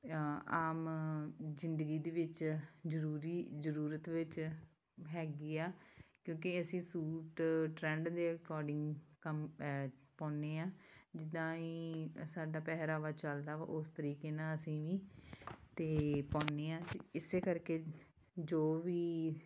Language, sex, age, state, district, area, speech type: Punjabi, female, 30-45, Punjab, Tarn Taran, rural, spontaneous